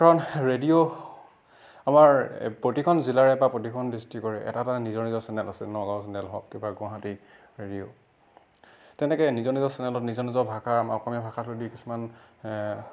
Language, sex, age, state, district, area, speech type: Assamese, male, 30-45, Assam, Nagaon, rural, spontaneous